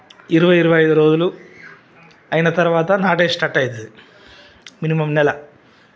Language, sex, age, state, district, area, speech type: Telugu, male, 45-60, Telangana, Mancherial, rural, spontaneous